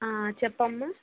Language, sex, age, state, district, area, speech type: Telugu, female, 18-30, Telangana, Nalgonda, rural, conversation